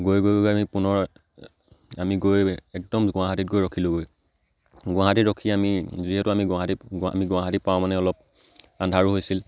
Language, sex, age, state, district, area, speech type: Assamese, male, 18-30, Assam, Charaideo, rural, spontaneous